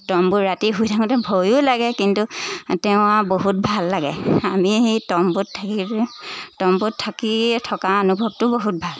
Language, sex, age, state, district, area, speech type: Assamese, female, 18-30, Assam, Lakhimpur, urban, spontaneous